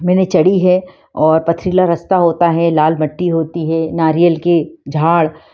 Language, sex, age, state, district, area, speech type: Hindi, female, 45-60, Madhya Pradesh, Ujjain, urban, spontaneous